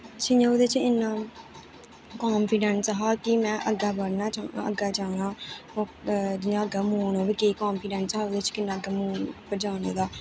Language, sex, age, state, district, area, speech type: Dogri, female, 18-30, Jammu and Kashmir, Kathua, rural, spontaneous